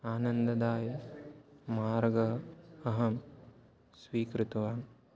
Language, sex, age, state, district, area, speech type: Sanskrit, male, 18-30, Maharashtra, Chandrapur, rural, spontaneous